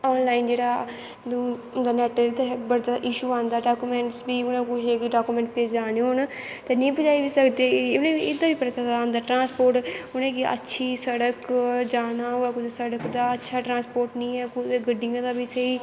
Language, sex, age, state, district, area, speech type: Dogri, female, 18-30, Jammu and Kashmir, Kathua, rural, spontaneous